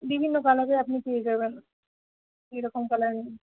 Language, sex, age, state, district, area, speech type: Bengali, female, 18-30, West Bengal, Uttar Dinajpur, rural, conversation